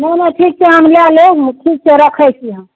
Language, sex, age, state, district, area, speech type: Maithili, female, 30-45, Bihar, Saharsa, rural, conversation